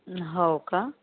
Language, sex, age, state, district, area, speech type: Marathi, female, 30-45, Maharashtra, Yavatmal, rural, conversation